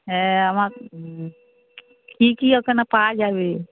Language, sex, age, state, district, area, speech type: Bengali, female, 60+, West Bengal, Darjeeling, rural, conversation